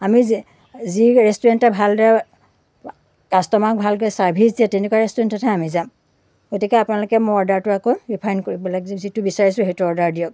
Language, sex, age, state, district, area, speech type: Assamese, female, 45-60, Assam, Biswanath, rural, spontaneous